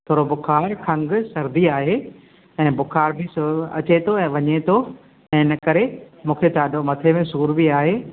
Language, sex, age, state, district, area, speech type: Sindhi, female, 60+, Maharashtra, Thane, urban, conversation